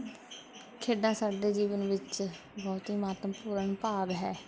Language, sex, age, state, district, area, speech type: Punjabi, female, 18-30, Punjab, Mansa, rural, spontaneous